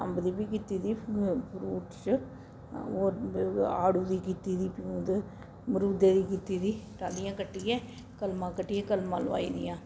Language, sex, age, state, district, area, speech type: Dogri, female, 60+, Jammu and Kashmir, Reasi, urban, spontaneous